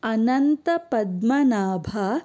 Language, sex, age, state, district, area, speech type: Kannada, female, 30-45, Karnataka, Chikkaballapur, urban, spontaneous